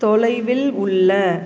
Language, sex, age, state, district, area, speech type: Tamil, female, 45-60, Tamil Nadu, Salem, rural, read